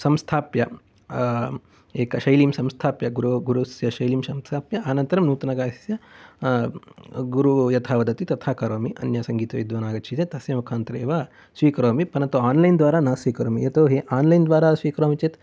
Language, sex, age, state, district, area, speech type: Sanskrit, male, 18-30, Karnataka, Mysore, urban, spontaneous